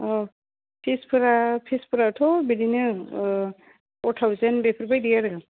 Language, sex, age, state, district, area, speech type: Bodo, female, 30-45, Assam, Udalguri, urban, conversation